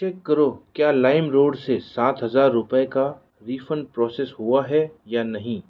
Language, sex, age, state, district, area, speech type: Hindi, male, 18-30, Rajasthan, Jodhpur, rural, read